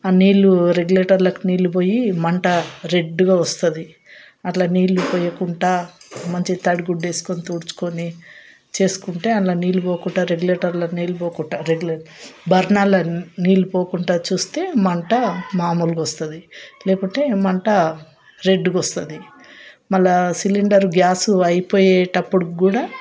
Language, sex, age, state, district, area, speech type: Telugu, female, 60+, Telangana, Hyderabad, urban, spontaneous